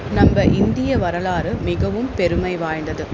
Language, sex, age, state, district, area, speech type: Tamil, female, 30-45, Tamil Nadu, Vellore, urban, spontaneous